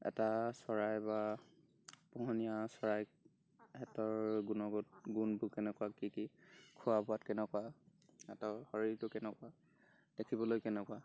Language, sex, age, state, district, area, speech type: Assamese, male, 18-30, Assam, Golaghat, rural, spontaneous